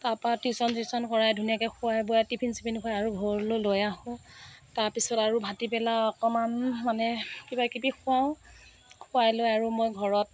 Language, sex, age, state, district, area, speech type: Assamese, female, 30-45, Assam, Morigaon, rural, spontaneous